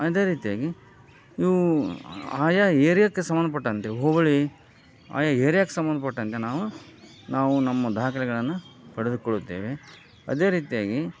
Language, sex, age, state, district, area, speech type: Kannada, male, 45-60, Karnataka, Koppal, rural, spontaneous